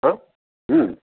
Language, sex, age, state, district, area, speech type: Sanskrit, male, 60+, Tamil Nadu, Coimbatore, urban, conversation